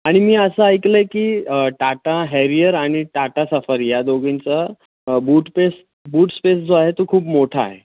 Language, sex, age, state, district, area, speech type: Marathi, male, 18-30, Maharashtra, Raigad, rural, conversation